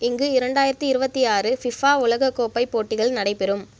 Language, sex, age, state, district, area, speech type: Tamil, female, 18-30, Tamil Nadu, Vellore, urban, read